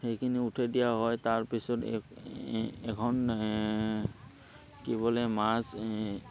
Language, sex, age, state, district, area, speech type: Assamese, male, 30-45, Assam, Barpeta, rural, spontaneous